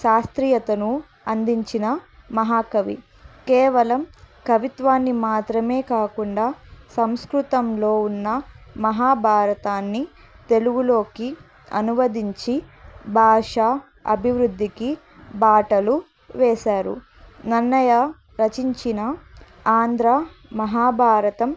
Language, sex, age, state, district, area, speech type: Telugu, female, 18-30, Andhra Pradesh, Annamaya, rural, spontaneous